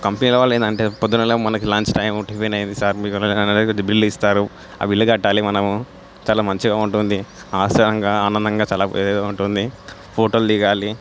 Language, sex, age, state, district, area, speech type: Telugu, male, 18-30, Telangana, Nalgonda, urban, spontaneous